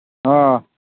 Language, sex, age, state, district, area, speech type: Manipuri, male, 18-30, Manipur, Kangpokpi, urban, conversation